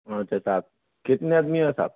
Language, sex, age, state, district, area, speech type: Urdu, male, 18-30, Telangana, Hyderabad, urban, conversation